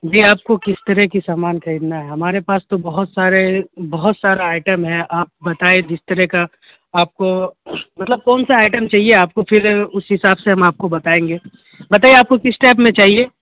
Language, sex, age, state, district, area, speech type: Urdu, male, 18-30, Bihar, Khagaria, rural, conversation